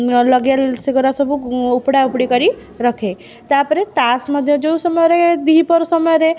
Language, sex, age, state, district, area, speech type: Odia, female, 30-45, Odisha, Puri, urban, spontaneous